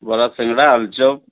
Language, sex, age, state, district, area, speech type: Odia, male, 60+, Odisha, Sundergarh, urban, conversation